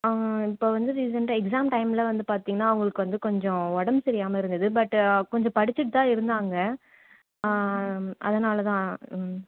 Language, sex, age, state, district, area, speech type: Tamil, female, 18-30, Tamil Nadu, Cuddalore, urban, conversation